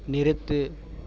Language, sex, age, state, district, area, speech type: Tamil, male, 18-30, Tamil Nadu, Perambalur, urban, read